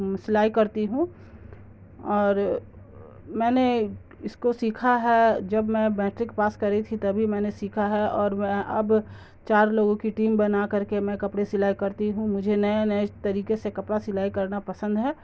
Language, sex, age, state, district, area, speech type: Urdu, female, 30-45, Bihar, Darbhanga, rural, spontaneous